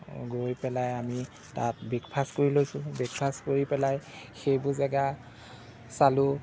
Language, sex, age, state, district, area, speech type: Assamese, male, 30-45, Assam, Golaghat, urban, spontaneous